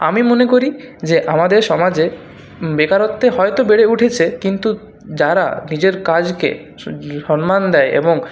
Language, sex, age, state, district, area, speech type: Bengali, male, 30-45, West Bengal, Purulia, urban, spontaneous